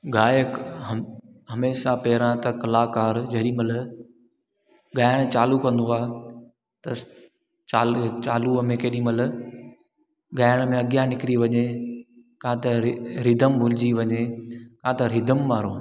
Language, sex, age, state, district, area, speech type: Sindhi, male, 18-30, Gujarat, Junagadh, urban, spontaneous